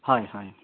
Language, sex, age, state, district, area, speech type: Assamese, male, 30-45, Assam, Sonitpur, rural, conversation